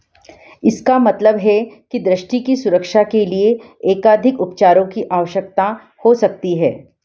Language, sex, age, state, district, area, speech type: Hindi, female, 45-60, Madhya Pradesh, Ujjain, urban, read